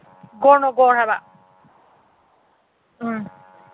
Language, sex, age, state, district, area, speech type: Manipuri, female, 45-60, Manipur, Imphal East, rural, conversation